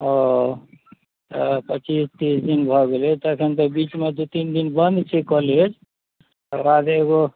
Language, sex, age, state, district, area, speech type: Maithili, male, 45-60, Bihar, Madhubani, rural, conversation